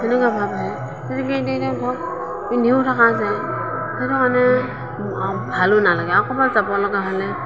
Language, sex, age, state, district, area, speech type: Assamese, female, 45-60, Assam, Morigaon, rural, spontaneous